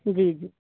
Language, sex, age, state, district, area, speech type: Hindi, female, 30-45, Madhya Pradesh, Katni, urban, conversation